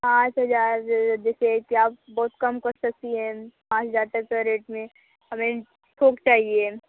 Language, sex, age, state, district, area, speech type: Hindi, female, 30-45, Uttar Pradesh, Mirzapur, rural, conversation